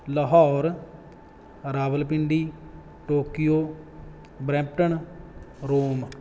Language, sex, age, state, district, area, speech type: Punjabi, male, 30-45, Punjab, Bathinda, rural, spontaneous